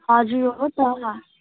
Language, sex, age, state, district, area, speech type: Nepali, female, 18-30, West Bengal, Jalpaiguri, rural, conversation